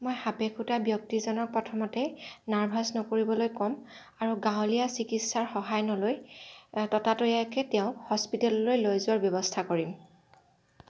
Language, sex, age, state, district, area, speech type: Assamese, female, 18-30, Assam, Lakhimpur, rural, spontaneous